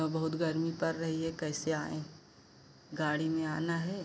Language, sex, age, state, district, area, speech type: Hindi, female, 45-60, Uttar Pradesh, Pratapgarh, rural, spontaneous